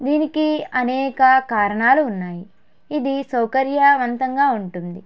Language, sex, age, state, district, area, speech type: Telugu, female, 18-30, Andhra Pradesh, Konaseema, rural, spontaneous